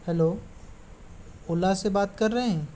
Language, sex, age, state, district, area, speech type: Hindi, male, 18-30, Rajasthan, Jaipur, urban, spontaneous